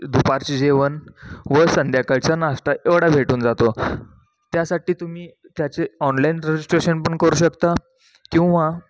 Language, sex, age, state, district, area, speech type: Marathi, male, 18-30, Maharashtra, Satara, rural, spontaneous